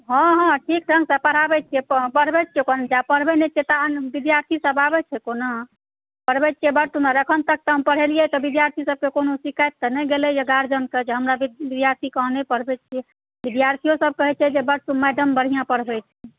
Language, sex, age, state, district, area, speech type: Maithili, female, 45-60, Bihar, Supaul, rural, conversation